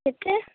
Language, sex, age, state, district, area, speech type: Urdu, female, 30-45, Uttar Pradesh, Gautam Buddha Nagar, urban, conversation